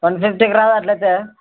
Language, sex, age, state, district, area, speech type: Telugu, male, 18-30, Andhra Pradesh, Kadapa, rural, conversation